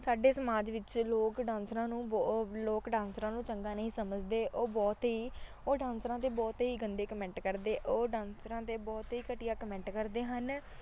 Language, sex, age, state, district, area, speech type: Punjabi, female, 18-30, Punjab, Shaheed Bhagat Singh Nagar, rural, spontaneous